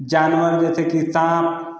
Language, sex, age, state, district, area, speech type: Hindi, male, 45-60, Uttar Pradesh, Lucknow, rural, spontaneous